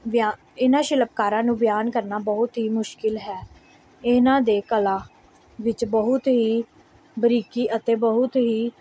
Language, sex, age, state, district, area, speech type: Punjabi, female, 18-30, Punjab, Pathankot, urban, spontaneous